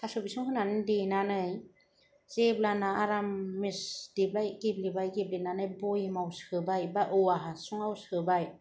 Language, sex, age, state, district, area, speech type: Bodo, female, 30-45, Assam, Kokrajhar, rural, spontaneous